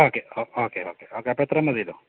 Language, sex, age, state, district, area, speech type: Malayalam, male, 30-45, Kerala, Idukki, rural, conversation